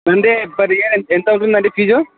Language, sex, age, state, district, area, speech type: Telugu, male, 30-45, Andhra Pradesh, Kadapa, rural, conversation